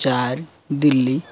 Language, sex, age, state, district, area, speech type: Odia, male, 18-30, Odisha, Jagatsinghpur, urban, spontaneous